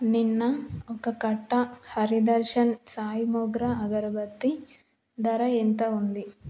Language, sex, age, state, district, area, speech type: Telugu, female, 18-30, Telangana, Karimnagar, rural, read